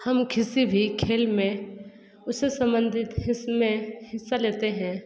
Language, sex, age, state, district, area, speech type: Hindi, female, 18-30, Uttar Pradesh, Sonbhadra, rural, spontaneous